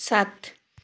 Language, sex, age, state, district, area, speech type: Nepali, female, 45-60, West Bengal, Kalimpong, rural, read